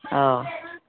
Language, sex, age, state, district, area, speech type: Manipuri, female, 60+, Manipur, Kangpokpi, urban, conversation